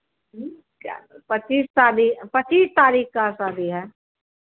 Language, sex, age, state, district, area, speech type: Hindi, female, 45-60, Bihar, Madhepura, rural, conversation